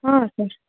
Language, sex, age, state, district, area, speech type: Kannada, female, 18-30, Karnataka, Bellary, urban, conversation